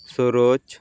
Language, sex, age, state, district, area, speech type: Odia, male, 18-30, Odisha, Balangir, urban, spontaneous